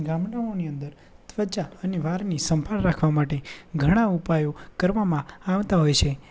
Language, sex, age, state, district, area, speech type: Gujarati, male, 18-30, Gujarat, Anand, rural, spontaneous